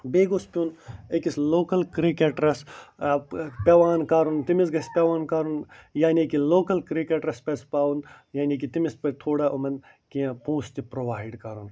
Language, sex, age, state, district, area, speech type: Kashmiri, male, 60+, Jammu and Kashmir, Ganderbal, rural, spontaneous